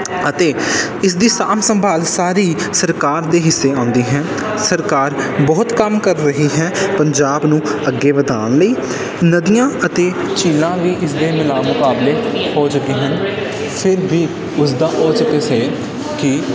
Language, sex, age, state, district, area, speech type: Punjabi, male, 18-30, Punjab, Pathankot, rural, spontaneous